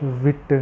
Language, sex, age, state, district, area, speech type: Tamil, male, 18-30, Tamil Nadu, Krishnagiri, rural, read